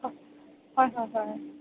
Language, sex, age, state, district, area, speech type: Assamese, female, 18-30, Assam, Morigaon, rural, conversation